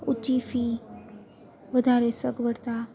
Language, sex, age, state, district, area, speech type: Gujarati, female, 18-30, Gujarat, Junagadh, rural, spontaneous